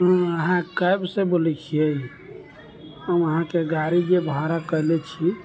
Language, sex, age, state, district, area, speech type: Maithili, male, 30-45, Bihar, Sitamarhi, rural, spontaneous